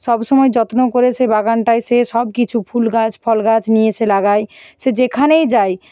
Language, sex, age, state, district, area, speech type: Bengali, female, 45-60, West Bengal, Nadia, rural, spontaneous